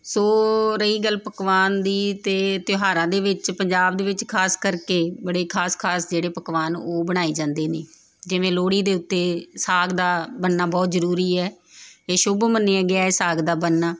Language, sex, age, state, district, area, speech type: Punjabi, female, 30-45, Punjab, Tarn Taran, urban, spontaneous